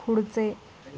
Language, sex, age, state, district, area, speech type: Marathi, female, 18-30, Maharashtra, Sindhudurg, rural, read